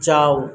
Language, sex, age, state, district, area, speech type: Bengali, male, 18-30, West Bengal, Paschim Medinipur, rural, read